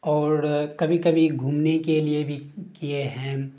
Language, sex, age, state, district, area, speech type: Urdu, male, 18-30, Bihar, Darbhanga, rural, spontaneous